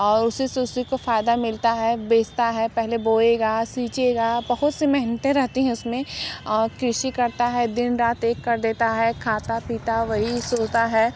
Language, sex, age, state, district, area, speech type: Hindi, female, 45-60, Uttar Pradesh, Mirzapur, rural, spontaneous